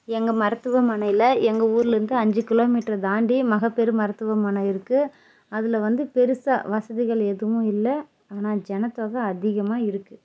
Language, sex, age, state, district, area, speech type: Tamil, female, 30-45, Tamil Nadu, Dharmapuri, rural, spontaneous